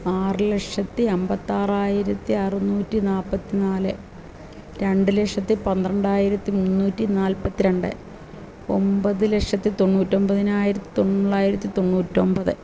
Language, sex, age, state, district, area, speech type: Malayalam, female, 45-60, Kerala, Kottayam, rural, spontaneous